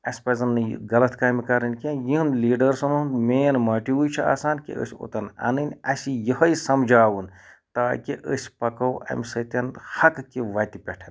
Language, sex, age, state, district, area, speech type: Kashmiri, male, 30-45, Jammu and Kashmir, Ganderbal, rural, spontaneous